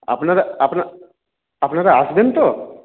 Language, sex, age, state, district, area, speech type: Bengali, male, 30-45, West Bengal, Purulia, rural, conversation